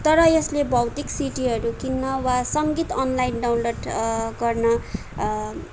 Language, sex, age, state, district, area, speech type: Nepali, female, 18-30, West Bengal, Darjeeling, urban, spontaneous